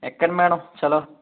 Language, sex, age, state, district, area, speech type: Telugu, male, 18-30, Andhra Pradesh, Guntur, urban, conversation